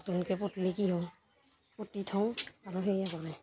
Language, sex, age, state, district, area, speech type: Assamese, female, 30-45, Assam, Barpeta, rural, spontaneous